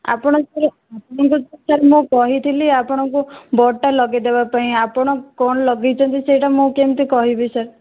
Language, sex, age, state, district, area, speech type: Odia, female, 18-30, Odisha, Kandhamal, rural, conversation